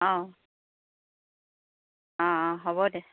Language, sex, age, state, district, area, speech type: Assamese, female, 30-45, Assam, Dhemaji, urban, conversation